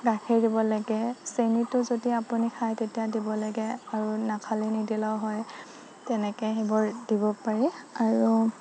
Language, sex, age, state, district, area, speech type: Assamese, female, 30-45, Assam, Nagaon, rural, spontaneous